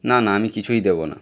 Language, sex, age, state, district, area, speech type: Bengali, male, 18-30, West Bengal, Howrah, urban, spontaneous